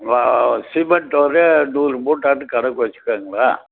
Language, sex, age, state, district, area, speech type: Tamil, male, 60+, Tamil Nadu, Krishnagiri, rural, conversation